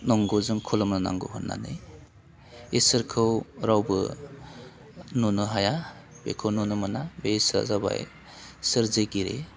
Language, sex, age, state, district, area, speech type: Bodo, male, 30-45, Assam, Udalguri, urban, spontaneous